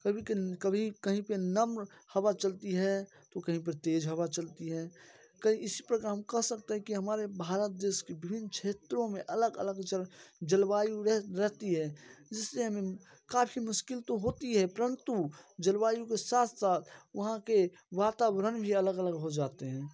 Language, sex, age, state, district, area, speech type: Hindi, male, 18-30, Bihar, Darbhanga, rural, spontaneous